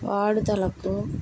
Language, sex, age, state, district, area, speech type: Telugu, female, 30-45, Andhra Pradesh, N T Rama Rao, urban, spontaneous